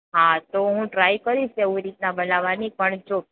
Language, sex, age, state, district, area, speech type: Gujarati, female, 18-30, Gujarat, Junagadh, rural, conversation